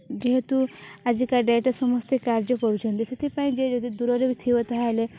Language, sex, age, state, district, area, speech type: Odia, female, 18-30, Odisha, Nabarangpur, urban, spontaneous